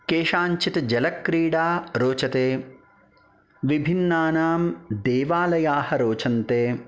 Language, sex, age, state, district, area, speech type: Sanskrit, male, 30-45, Karnataka, Bangalore Rural, urban, spontaneous